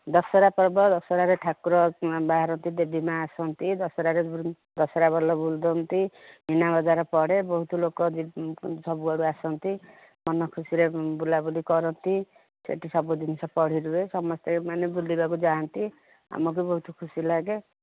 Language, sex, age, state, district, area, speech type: Odia, female, 45-60, Odisha, Angul, rural, conversation